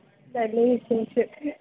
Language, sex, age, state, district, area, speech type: Malayalam, female, 18-30, Kerala, Idukki, rural, conversation